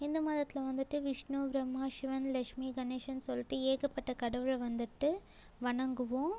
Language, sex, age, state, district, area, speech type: Tamil, female, 18-30, Tamil Nadu, Ariyalur, rural, spontaneous